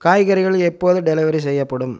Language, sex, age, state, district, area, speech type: Tamil, male, 60+, Tamil Nadu, Coimbatore, rural, read